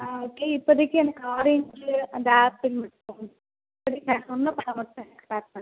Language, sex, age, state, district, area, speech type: Tamil, female, 18-30, Tamil Nadu, Pudukkottai, rural, conversation